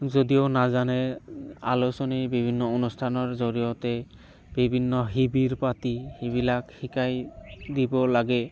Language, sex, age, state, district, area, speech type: Assamese, male, 18-30, Assam, Barpeta, rural, spontaneous